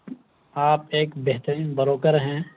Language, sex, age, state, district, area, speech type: Urdu, male, 18-30, Bihar, Araria, rural, conversation